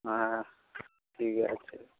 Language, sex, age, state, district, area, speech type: Bengali, male, 45-60, West Bengal, Hooghly, rural, conversation